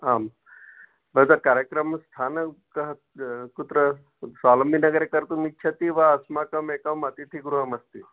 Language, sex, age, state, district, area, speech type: Sanskrit, male, 60+, Maharashtra, Wardha, urban, conversation